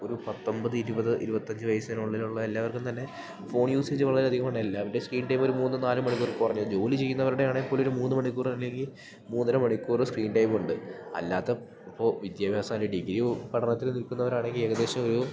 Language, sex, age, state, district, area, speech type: Malayalam, male, 18-30, Kerala, Idukki, rural, spontaneous